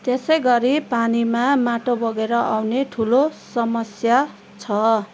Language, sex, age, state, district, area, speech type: Nepali, female, 30-45, West Bengal, Darjeeling, rural, read